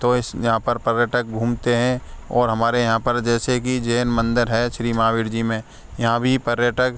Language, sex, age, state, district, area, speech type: Hindi, male, 18-30, Rajasthan, Karauli, rural, spontaneous